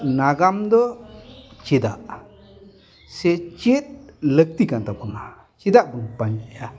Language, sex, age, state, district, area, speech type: Santali, male, 60+, West Bengal, Dakshin Dinajpur, rural, spontaneous